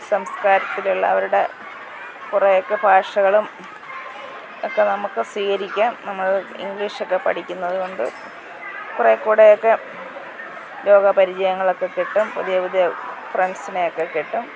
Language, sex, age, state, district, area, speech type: Malayalam, female, 45-60, Kerala, Kottayam, rural, spontaneous